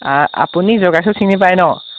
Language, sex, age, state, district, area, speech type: Assamese, male, 18-30, Assam, Majuli, urban, conversation